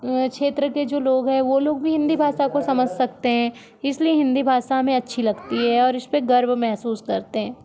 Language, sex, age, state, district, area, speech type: Hindi, female, 30-45, Madhya Pradesh, Balaghat, rural, spontaneous